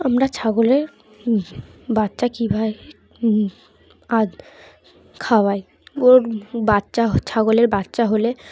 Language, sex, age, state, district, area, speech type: Bengali, female, 18-30, West Bengal, Dakshin Dinajpur, urban, spontaneous